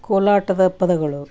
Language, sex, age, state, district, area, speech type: Kannada, female, 60+, Karnataka, Koppal, rural, spontaneous